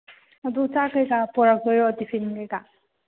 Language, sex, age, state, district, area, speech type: Manipuri, female, 18-30, Manipur, Churachandpur, rural, conversation